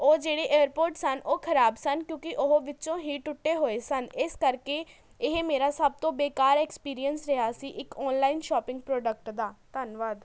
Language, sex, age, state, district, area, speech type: Punjabi, female, 18-30, Punjab, Patiala, urban, spontaneous